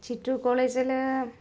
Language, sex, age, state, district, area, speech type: Malayalam, female, 30-45, Kerala, Palakkad, rural, spontaneous